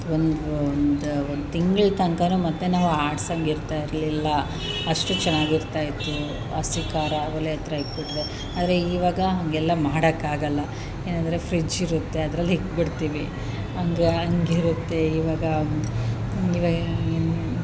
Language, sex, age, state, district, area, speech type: Kannada, female, 30-45, Karnataka, Chamarajanagar, rural, spontaneous